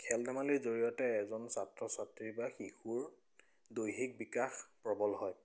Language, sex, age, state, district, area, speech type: Assamese, male, 18-30, Assam, Biswanath, rural, spontaneous